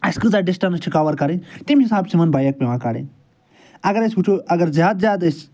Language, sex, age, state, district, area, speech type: Kashmiri, male, 45-60, Jammu and Kashmir, Srinagar, urban, spontaneous